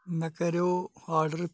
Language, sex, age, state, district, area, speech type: Kashmiri, male, 30-45, Jammu and Kashmir, Pulwama, urban, spontaneous